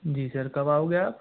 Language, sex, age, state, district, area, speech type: Hindi, male, 60+, Rajasthan, Jaipur, urban, conversation